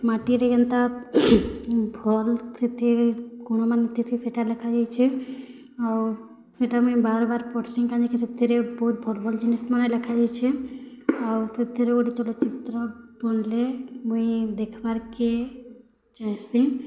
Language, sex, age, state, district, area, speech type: Odia, female, 18-30, Odisha, Bargarh, urban, spontaneous